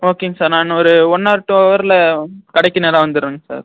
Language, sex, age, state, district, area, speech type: Tamil, male, 45-60, Tamil Nadu, Ariyalur, rural, conversation